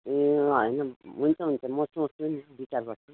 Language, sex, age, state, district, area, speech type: Nepali, female, 45-60, West Bengal, Darjeeling, rural, conversation